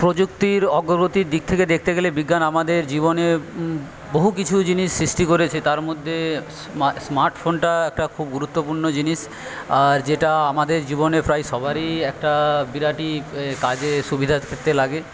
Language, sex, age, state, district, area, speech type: Bengali, male, 45-60, West Bengal, Paschim Medinipur, rural, spontaneous